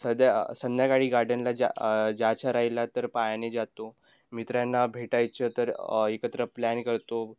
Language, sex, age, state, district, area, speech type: Marathi, male, 18-30, Maharashtra, Nagpur, rural, spontaneous